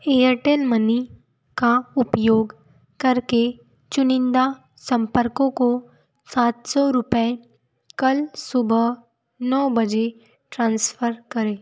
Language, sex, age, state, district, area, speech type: Hindi, female, 18-30, Madhya Pradesh, Betul, rural, read